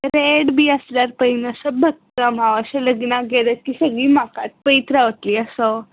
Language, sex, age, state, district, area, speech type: Goan Konkani, female, 18-30, Goa, Tiswadi, rural, conversation